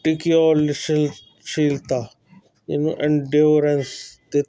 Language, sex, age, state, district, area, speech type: Punjabi, male, 45-60, Punjab, Hoshiarpur, urban, spontaneous